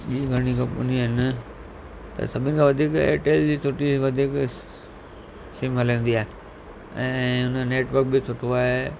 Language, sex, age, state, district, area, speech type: Sindhi, male, 45-60, Gujarat, Kutch, rural, spontaneous